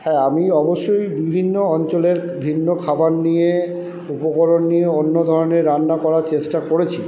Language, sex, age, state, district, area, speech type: Bengali, male, 30-45, West Bengal, Purba Bardhaman, urban, spontaneous